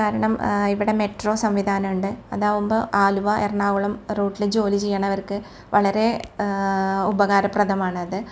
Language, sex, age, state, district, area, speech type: Malayalam, female, 45-60, Kerala, Ernakulam, rural, spontaneous